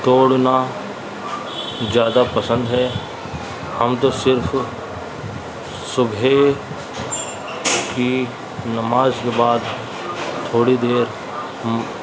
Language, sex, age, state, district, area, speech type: Urdu, male, 45-60, Uttar Pradesh, Muzaffarnagar, urban, spontaneous